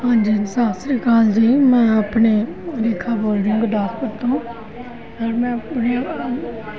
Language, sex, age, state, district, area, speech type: Punjabi, female, 45-60, Punjab, Gurdaspur, urban, spontaneous